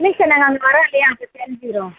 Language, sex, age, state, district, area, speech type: Tamil, female, 60+, Tamil Nadu, Viluppuram, rural, conversation